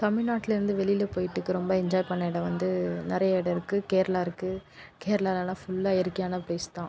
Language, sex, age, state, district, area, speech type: Tamil, female, 18-30, Tamil Nadu, Cuddalore, urban, spontaneous